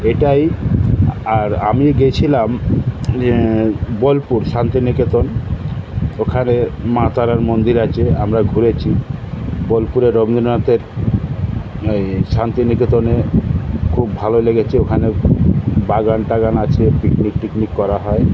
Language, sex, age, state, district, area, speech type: Bengali, male, 60+, West Bengal, South 24 Parganas, urban, spontaneous